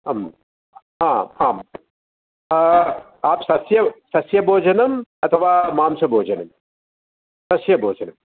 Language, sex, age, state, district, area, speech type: Sanskrit, male, 60+, Tamil Nadu, Coimbatore, urban, conversation